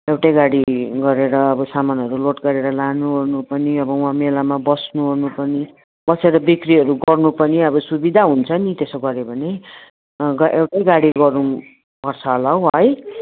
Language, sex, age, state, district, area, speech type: Nepali, female, 60+, West Bengal, Jalpaiguri, rural, conversation